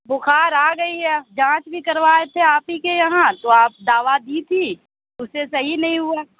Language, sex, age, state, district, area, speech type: Urdu, female, 30-45, Uttar Pradesh, Lucknow, urban, conversation